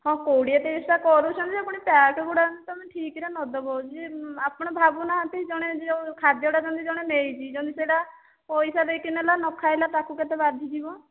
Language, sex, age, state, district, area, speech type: Odia, female, 45-60, Odisha, Boudh, rural, conversation